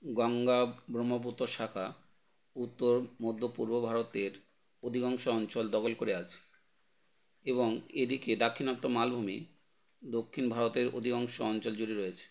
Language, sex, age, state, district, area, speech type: Bengali, male, 30-45, West Bengal, Howrah, urban, read